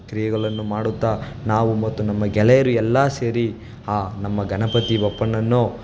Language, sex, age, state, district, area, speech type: Kannada, male, 18-30, Karnataka, Chamarajanagar, rural, spontaneous